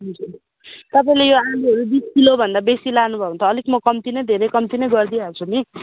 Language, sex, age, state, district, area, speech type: Nepali, female, 30-45, West Bengal, Darjeeling, rural, conversation